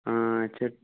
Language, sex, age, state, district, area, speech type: Kashmiri, male, 30-45, Jammu and Kashmir, Pulwama, rural, conversation